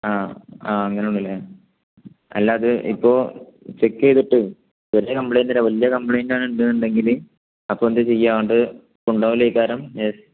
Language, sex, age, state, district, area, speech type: Malayalam, male, 30-45, Kerala, Malappuram, rural, conversation